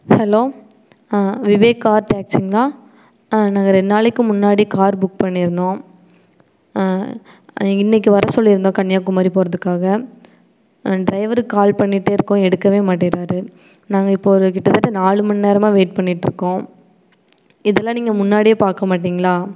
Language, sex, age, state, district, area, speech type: Tamil, female, 18-30, Tamil Nadu, Erode, rural, spontaneous